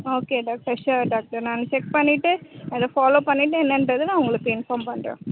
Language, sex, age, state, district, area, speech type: Tamil, female, 30-45, Tamil Nadu, Chennai, urban, conversation